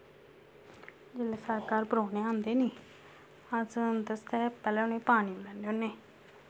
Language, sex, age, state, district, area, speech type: Dogri, female, 30-45, Jammu and Kashmir, Samba, rural, spontaneous